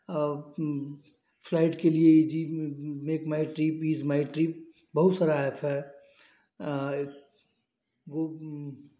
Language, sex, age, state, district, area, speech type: Hindi, male, 30-45, Uttar Pradesh, Chandauli, rural, spontaneous